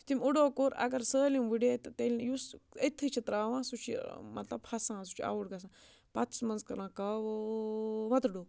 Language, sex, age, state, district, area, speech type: Kashmiri, female, 45-60, Jammu and Kashmir, Budgam, rural, spontaneous